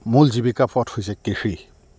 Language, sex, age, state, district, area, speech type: Assamese, male, 45-60, Assam, Goalpara, urban, spontaneous